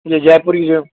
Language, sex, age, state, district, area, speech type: Sindhi, male, 60+, Maharashtra, Mumbai City, urban, conversation